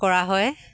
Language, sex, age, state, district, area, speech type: Assamese, female, 45-60, Assam, Dibrugarh, rural, spontaneous